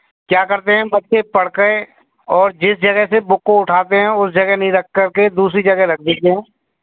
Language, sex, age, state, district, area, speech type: Hindi, male, 45-60, Rajasthan, Bharatpur, urban, conversation